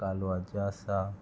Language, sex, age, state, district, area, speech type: Goan Konkani, male, 18-30, Goa, Murmgao, urban, spontaneous